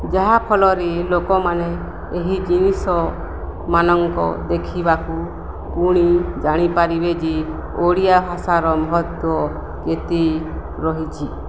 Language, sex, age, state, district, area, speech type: Odia, female, 45-60, Odisha, Balangir, urban, spontaneous